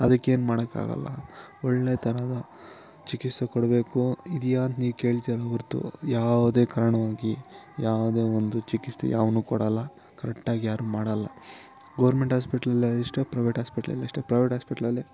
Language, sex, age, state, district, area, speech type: Kannada, male, 18-30, Karnataka, Kolar, rural, spontaneous